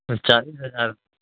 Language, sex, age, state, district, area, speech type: Urdu, male, 30-45, Uttar Pradesh, Ghaziabad, rural, conversation